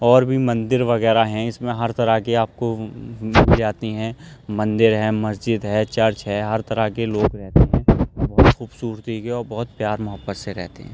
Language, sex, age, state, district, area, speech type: Urdu, male, 18-30, Uttar Pradesh, Aligarh, urban, spontaneous